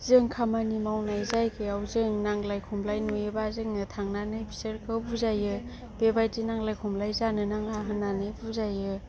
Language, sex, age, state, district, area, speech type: Bodo, female, 18-30, Assam, Kokrajhar, rural, spontaneous